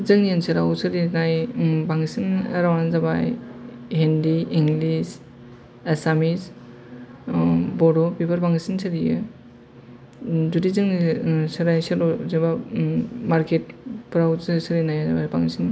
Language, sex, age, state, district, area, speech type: Bodo, male, 30-45, Assam, Kokrajhar, rural, spontaneous